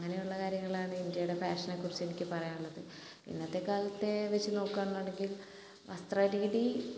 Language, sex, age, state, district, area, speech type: Malayalam, female, 18-30, Kerala, Kottayam, rural, spontaneous